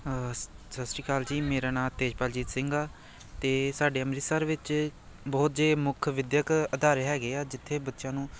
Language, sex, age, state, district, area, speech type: Punjabi, male, 18-30, Punjab, Amritsar, urban, spontaneous